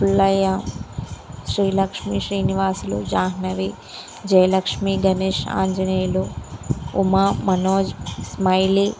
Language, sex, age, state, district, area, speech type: Telugu, female, 18-30, Telangana, Karimnagar, rural, spontaneous